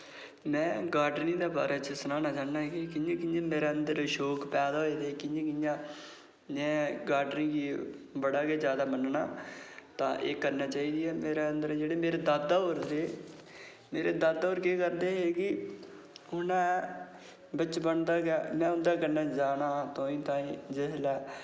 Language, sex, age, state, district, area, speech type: Dogri, male, 18-30, Jammu and Kashmir, Udhampur, rural, spontaneous